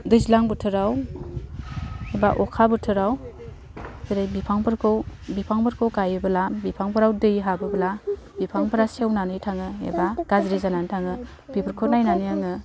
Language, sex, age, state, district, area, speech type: Bodo, female, 18-30, Assam, Udalguri, rural, spontaneous